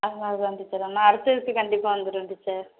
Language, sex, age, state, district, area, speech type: Tamil, female, 18-30, Tamil Nadu, Thanjavur, urban, conversation